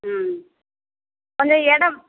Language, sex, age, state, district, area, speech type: Tamil, female, 45-60, Tamil Nadu, Theni, rural, conversation